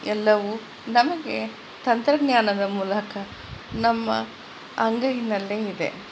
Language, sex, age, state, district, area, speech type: Kannada, female, 45-60, Karnataka, Kolar, urban, spontaneous